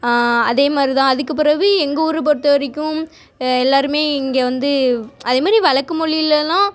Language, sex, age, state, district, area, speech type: Tamil, female, 18-30, Tamil Nadu, Thoothukudi, rural, spontaneous